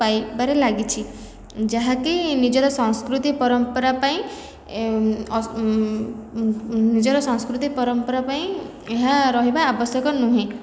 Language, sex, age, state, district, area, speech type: Odia, female, 18-30, Odisha, Khordha, rural, spontaneous